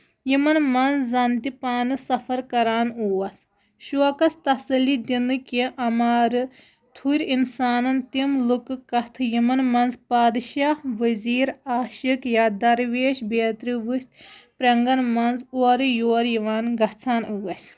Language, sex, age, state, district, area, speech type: Kashmiri, female, 30-45, Jammu and Kashmir, Kulgam, rural, spontaneous